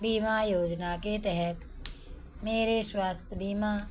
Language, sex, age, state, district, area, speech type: Hindi, female, 45-60, Madhya Pradesh, Narsinghpur, rural, read